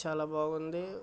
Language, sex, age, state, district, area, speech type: Telugu, male, 18-30, Andhra Pradesh, Bapatla, urban, spontaneous